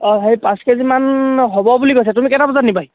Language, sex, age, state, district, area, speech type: Assamese, male, 18-30, Assam, Sivasagar, rural, conversation